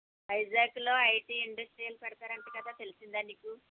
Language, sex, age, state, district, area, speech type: Telugu, female, 60+, Andhra Pradesh, Konaseema, rural, conversation